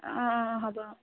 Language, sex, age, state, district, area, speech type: Assamese, female, 18-30, Assam, Sivasagar, rural, conversation